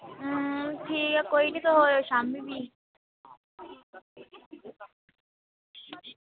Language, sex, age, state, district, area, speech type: Dogri, female, 18-30, Jammu and Kashmir, Udhampur, rural, conversation